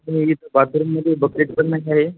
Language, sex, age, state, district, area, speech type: Marathi, male, 18-30, Maharashtra, Washim, urban, conversation